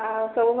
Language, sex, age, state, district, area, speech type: Odia, female, 30-45, Odisha, Sambalpur, rural, conversation